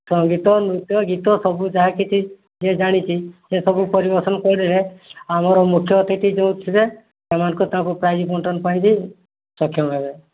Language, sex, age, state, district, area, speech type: Odia, male, 60+, Odisha, Mayurbhanj, rural, conversation